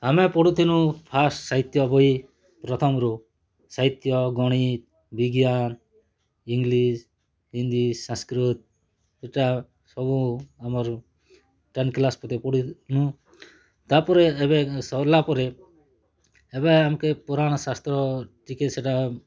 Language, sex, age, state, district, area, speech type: Odia, male, 45-60, Odisha, Kalahandi, rural, spontaneous